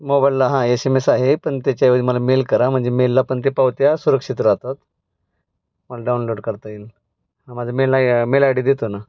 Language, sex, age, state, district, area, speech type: Marathi, male, 30-45, Maharashtra, Pune, urban, spontaneous